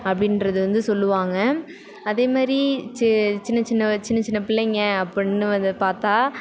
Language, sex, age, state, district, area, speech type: Tamil, female, 18-30, Tamil Nadu, Thanjavur, rural, spontaneous